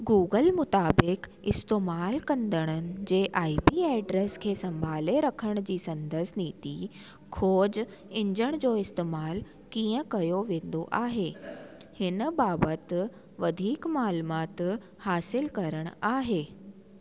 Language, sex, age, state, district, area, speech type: Sindhi, female, 18-30, Delhi, South Delhi, urban, read